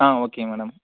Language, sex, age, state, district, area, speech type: Tamil, male, 18-30, Tamil Nadu, Coimbatore, urban, conversation